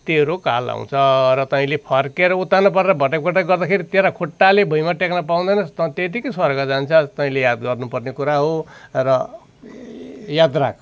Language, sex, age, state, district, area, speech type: Nepali, male, 45-60, West Bengal, Darjeeling, rural, spontaneous